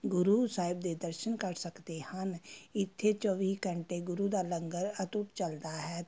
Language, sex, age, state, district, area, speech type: Punjabi, female, 30-45, Punjab, Amritsar, urban, spontaneous